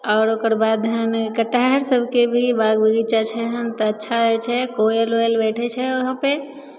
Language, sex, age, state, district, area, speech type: Maithili, female, 30-45, Bihar, Begusarai, rural, spontaneous